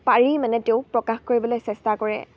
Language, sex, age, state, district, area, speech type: Assamese, female, 18-30, Assam, Dibrugarh, rural, spontaneous